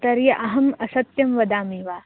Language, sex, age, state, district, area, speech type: Sanskrit, female, 18-30, Karnataka, Dharwad, urban, conversation